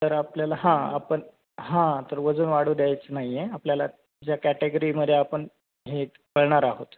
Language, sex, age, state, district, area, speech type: Marathi, male, 30-45, Maharashtra, Nanded, rural, conversation